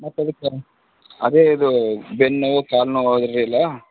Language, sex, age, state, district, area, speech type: Kannada, male, 45-60, Karnataka, Gulbarga, urban, conversation